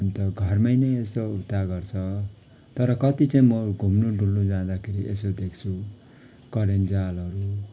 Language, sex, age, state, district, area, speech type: Nepali, male, 45-60, West Bengal, Kalimpong, rural, spontaneous